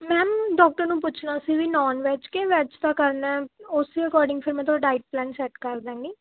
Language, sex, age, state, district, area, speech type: Punjabi, female, 18-30, Punjab, Muktsar, rural, conversation